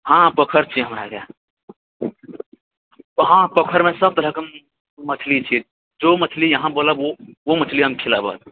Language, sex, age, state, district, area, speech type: Maithili, male, 30-45, Bihar, Purnia, rural, conversation